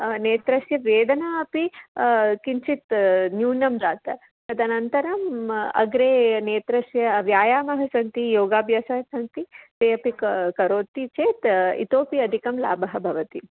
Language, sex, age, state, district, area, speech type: Sanskrit, female, 45-60, Tamil Nadu, Kanyakumari, urban, conversation